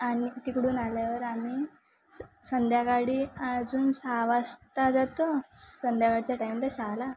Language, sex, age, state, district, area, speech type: Marathi, female, 18-30, Maharashtra, Wardha, rural, spontaneous